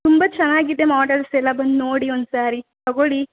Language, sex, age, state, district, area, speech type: Kannada, female, 18-30, Karnataka, Kodagu, rural, conversation